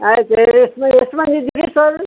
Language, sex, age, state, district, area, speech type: Kannada, male, 45-60, Karnataka, Dakshina Kannada, rural, conversation